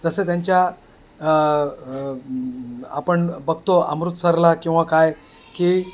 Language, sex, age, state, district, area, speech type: Marathi, male, 60+, Maharashtra, Thane, urban, spontaneous